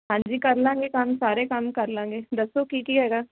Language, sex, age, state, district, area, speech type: Punjabi, female, 18-30, Punjab, Jalandhar, urban, conversation